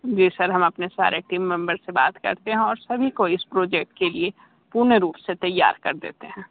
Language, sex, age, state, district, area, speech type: Hindi, male, 30-45, Uttar Pradesh, Sonbhadra, rural, conversation